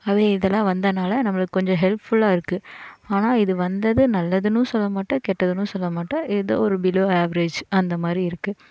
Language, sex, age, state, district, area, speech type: Tamil, female, 18-30, Tamil Nadu, Coimbatore, rural, spontaneous